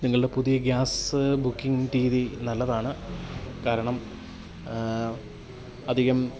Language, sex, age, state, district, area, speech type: Malayalam, male, 30-45, Kerala, Kollam, rural, spontaneous